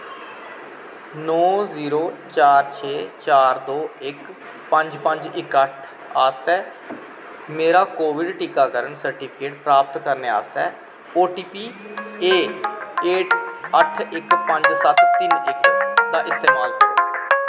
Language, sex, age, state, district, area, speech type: Dogri, male, 45-60, Jammu and Kashmir, Kathua, rural, read